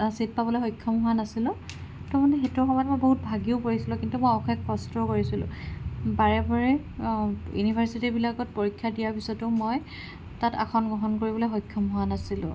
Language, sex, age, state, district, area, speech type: Assamese, female, 18-30, Assam, Kamrup Metropolitan, urban, spontaneous